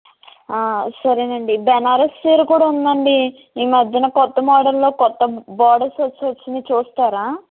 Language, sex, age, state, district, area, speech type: Telugu, female, 60+, Andhra Pradesh, Eluru, urban, conversation